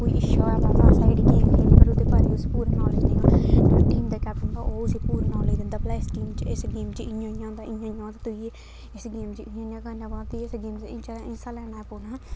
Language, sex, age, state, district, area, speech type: Dogri, female, 18-30, Jammu and Kashmir, Kathua, rural, spontaneous